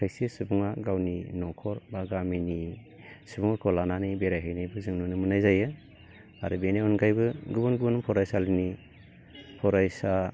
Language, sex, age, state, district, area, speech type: Bodo, male, 45-60, Assam, Baksa, urban, spontaneous